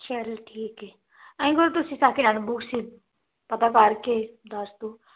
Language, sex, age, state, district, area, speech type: Punjabi, female, 18-30, Punjab, Fazilka, rural, conversation